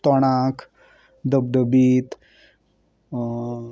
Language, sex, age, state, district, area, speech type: Goan Konkani, male, 30-45, Goa, Salcete, urban, spontaneous